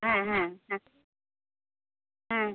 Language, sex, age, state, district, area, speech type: Bengali, female, 45-60, West Bengal, Uttar Dinajpur, rural, conversation